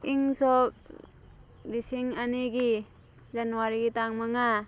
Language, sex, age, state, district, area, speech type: Manipuri, female, 18-30, Manipur, Thoubal, rural, spontaneous